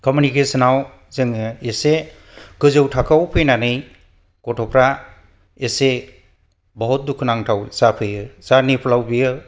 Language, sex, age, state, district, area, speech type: Bodo, male, 45-60, Assam, Kokrajhar, rural, spontaneous